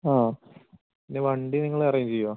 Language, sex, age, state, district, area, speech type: Malayalam, male, 18-30, Kerala, Wayanad, rural, conversation